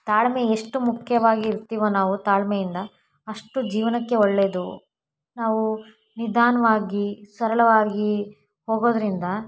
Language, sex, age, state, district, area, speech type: Kannada, female, 18-30, Karnataka, Davanagere, rural, spontaneous